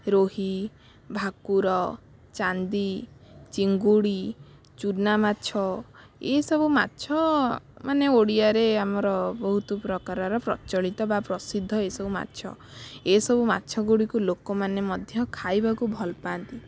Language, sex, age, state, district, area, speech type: Odia, female, 18-30, Odisha, Bhadrak, rural, spontaneous